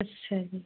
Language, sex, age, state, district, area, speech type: Punjabi, female, 18-30, Punjab, Mansa, urban, conversation